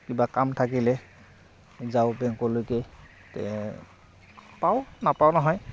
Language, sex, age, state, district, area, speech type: Assamese, male, 30-45, Assam, Goalpara, urban, spontaneous